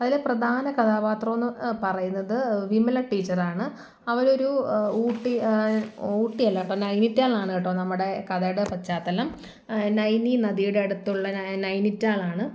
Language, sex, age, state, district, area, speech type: Malayalam, female, 18-30, Kerala, Kottayam, rural, spontaneous